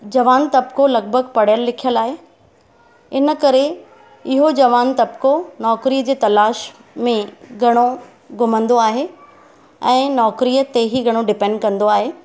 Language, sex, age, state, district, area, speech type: Sindhi, female, 45-60, Maharashtra, Mumbai Suburban, urban, spontaneous